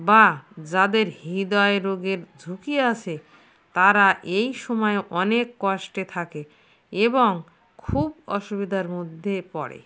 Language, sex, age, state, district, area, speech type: Bengali, female, 60+, West Bengal, North 24 Parganas, rural, spontaneous